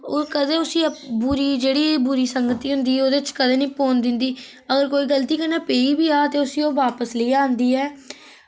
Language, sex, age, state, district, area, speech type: Dogri, female, 30-45, Jammu and Kashmir, Reasi, rural, spontaneous